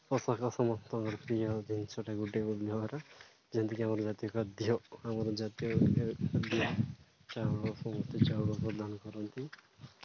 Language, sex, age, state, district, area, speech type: Odia, male, 30-45, Odisha, Nabarangpur, urban, spontaneous